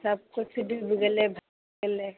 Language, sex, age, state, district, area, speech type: Maithili, male, 60+, Bihar, Saharsa, rural, conversation